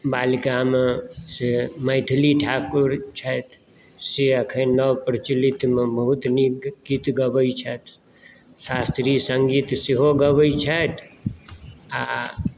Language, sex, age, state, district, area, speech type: Maithili, male, 45-60, Bihar, Madhubani, rural, spontaneous